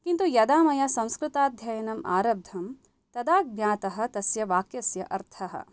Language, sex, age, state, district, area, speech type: Sanskrit, female, 30-45, Karnataka, Bangalore Urban, urban, spontaneous